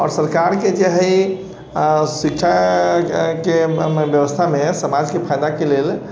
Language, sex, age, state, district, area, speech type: Maithili, male, 30-45, Bihar, Sitamarhi, urban, spontaneous